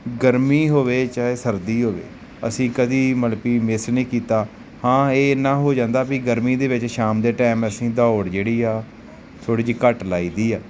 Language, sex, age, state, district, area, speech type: Punjabi, male, 30-45, Punjab, Gurdaspur, rural, spontaneous